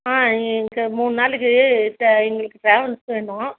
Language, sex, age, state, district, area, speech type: Tamil, female, 60+, Tamil Nadu, Krishnagiri, rural, conversation